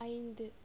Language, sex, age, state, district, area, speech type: Tamil, female, 18-30, Tamil Nadu, Coimbatore, rural, read